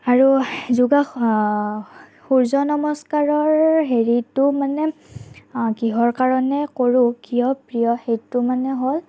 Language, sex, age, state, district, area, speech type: Assamese, female, 45-60, Assam, Morigaon, urban, spontaneous